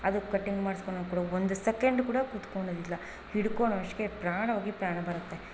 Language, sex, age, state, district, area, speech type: Kannada, female, 30-45, Karnataka, Bangalore Rural, rural, spontaneous